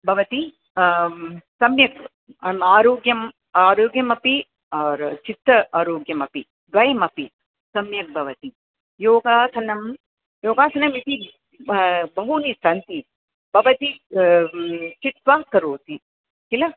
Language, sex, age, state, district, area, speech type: Sanskrit, female, 60+, Tamil Nadu, Thanjavur, urban, conversation